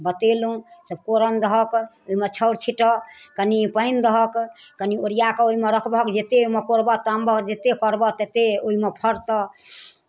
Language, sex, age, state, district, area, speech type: Maithili, female, 45-60, Bihar, Darbhanga, rural, spontaneous